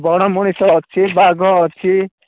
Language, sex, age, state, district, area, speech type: Odia, male, 45-60, Odisha, Rayagada, rural, conversation